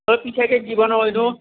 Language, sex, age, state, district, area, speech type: Assamese, male, 45-60, Assam, Nalbari, rural, conversation